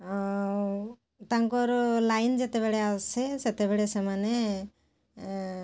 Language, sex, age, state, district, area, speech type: Odia, female, 45-60, Odisha, Mayurbhanj, rural, spontaneous